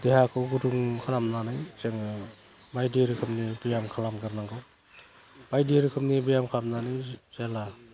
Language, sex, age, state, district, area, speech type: Bodo, male, 45-60, Assam, Udalguri, rural, spontaneous